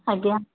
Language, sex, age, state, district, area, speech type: Odia, female, 60+, Odisha, Jharsuguda, rural, conversation